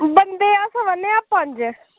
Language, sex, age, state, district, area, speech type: Dogri, female, 18-30, Jammu and Kashmir, Reasi, rural, conversation